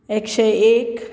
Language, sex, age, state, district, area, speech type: Goan Konkani, female, 30-45, Goa, Bardez, rural, spontaneous